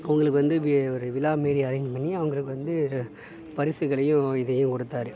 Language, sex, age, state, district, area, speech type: Tamil, male, 60+, Tamil Nadu, Sivaganga, urban, spontaneous